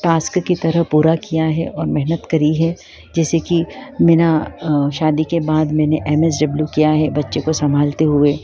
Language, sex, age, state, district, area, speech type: Hindi, female, 45-60, Madhya Pradesh, Ujjain, urban, spontaneous